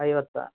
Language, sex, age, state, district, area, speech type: Kannada, male, 30-45, Karnataka, Gadag, rural, conversation